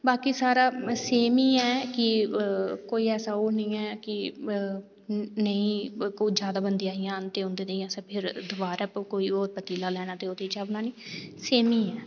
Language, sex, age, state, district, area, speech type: Dogri, female, 18-30, Jammu and Kashmir, Reasi, rural, spontaneous